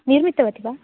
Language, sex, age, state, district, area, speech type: Sanskrit, female, 18-30, Karnataka, Dharwad, urban, conversation